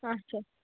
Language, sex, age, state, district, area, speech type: Kashmiri, female, 45-60, Jammu and Kashmir, Ganderbal, rural, conversation